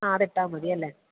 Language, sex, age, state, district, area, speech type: Malayalam, female, 30-45, Kerala, Alappuzha, rural, conversation